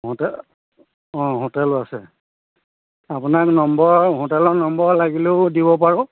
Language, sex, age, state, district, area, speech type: Assamese, male, 45-60, Assam, Majuli, rural, conversation